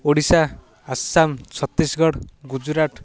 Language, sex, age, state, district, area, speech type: Odia, male, 18-30, Odisha, Ganjam, urban, spontaneous